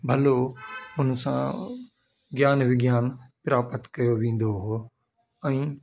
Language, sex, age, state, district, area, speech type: Sindhi, male, 45-60, Delhi, South Delhi, urban, spontaneous